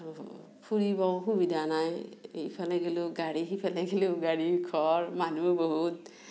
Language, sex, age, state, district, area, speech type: Assamese, female, 60+, Assam, Darrang, rural, spontaneous